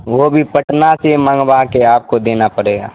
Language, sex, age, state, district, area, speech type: Urdu, male, 18-30, Bihar, Supaul, rural, conversation